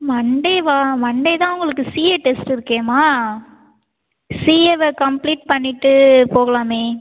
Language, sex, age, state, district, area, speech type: Tamil, female, 18-30, Tamil Nadu, Cuddalore, rural, conversation